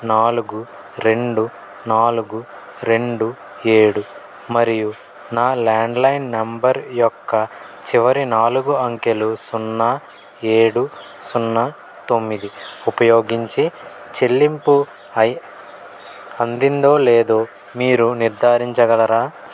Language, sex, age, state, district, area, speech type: Telugu, male, 18-30, Andhra Pradesh, N T Rama Rao, urban, read